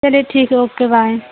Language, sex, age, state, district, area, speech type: Hindi, female, 30-45, Uttar Pradesh, Mau, rural, conversation